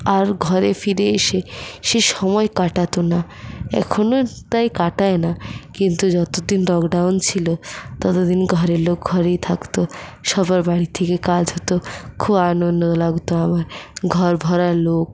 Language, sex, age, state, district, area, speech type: Bengali, female, 60+, West Bengal, Purulia, rural, spontaneous